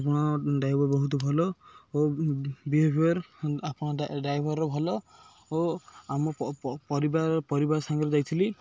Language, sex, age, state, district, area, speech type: Odia, male, 18-30, Odisha, Ganjam, urban, spontaneous